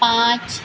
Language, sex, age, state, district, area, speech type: Hindi, female, 18-30, Madhya Pradesh, Narsinghpur, urban, spontaneous